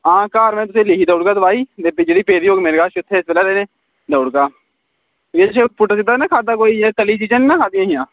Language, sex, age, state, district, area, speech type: Dogri, male, 30-45, Jammu and Kashmir, Udhampur, rural, conversation